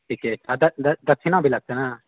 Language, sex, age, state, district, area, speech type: Maithili, male, 45-60, Bihar, Purnia, rural, conversation